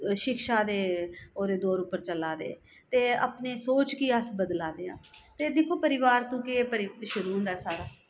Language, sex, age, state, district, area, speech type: Dogri, female, 45-60, Jammu and Kashmir, Jammu, urban, spontaneous